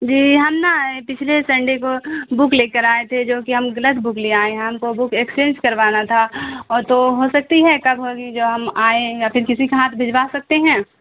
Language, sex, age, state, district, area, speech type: Urdu, female, 18-30, Bihar, Saharsa, rural, conversation